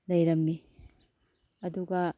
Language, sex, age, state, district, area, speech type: Manipuri, female, 45-60, Manipur, Kakching, rural, spontaneous